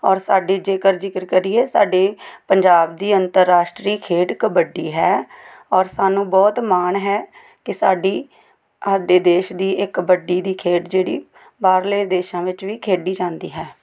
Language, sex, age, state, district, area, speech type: Punjabi, female, 30-45, Punjab, Tarn Taran, rural, spontaneous